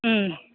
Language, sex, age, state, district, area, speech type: Tamil, female, 45-60, Tamil Nadu, Tiruvannamalai, urban, conversation